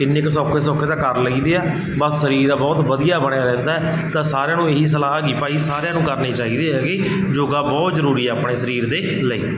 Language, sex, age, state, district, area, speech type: Punjabi, male, 45-60, Punjab, Barnala, rural, spontaneous